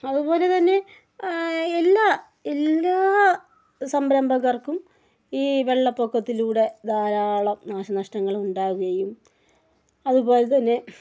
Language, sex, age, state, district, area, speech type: Malayalam, female, 30-45, Kerala, Thiruvananthapuram, rural, spontaneous